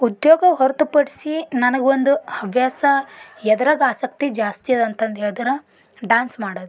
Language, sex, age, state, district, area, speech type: Kannada, female, 30-45, Karnataka, Bidar, rural, spontaneous